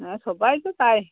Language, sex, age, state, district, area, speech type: Bengali, female, 45-60, West Bengal, Cooch Behar, urban, conversation